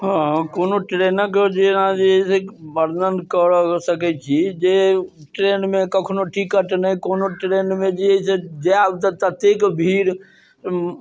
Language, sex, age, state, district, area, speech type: Maithili, male, 60+, Bihar, Muzaffarpur, urban, spontaneous